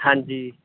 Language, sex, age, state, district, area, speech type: Punjabi, male, 30-45, Punjab, Bathinda, rural, conversation